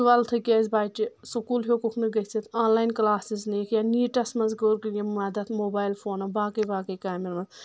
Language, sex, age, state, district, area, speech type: Kashmiri, female, 18-30, Jammu and Kashmir, Anantnag, rural, spontaneous